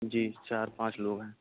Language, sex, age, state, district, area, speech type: Urdu, male, 18-30, Delhi, Central Delhi, urban, conversation